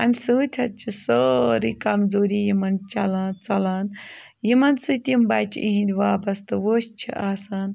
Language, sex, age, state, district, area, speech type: Kashmiri, female, 18-30, Jammu and Kashmir, Ganderbal, rural, spontaneous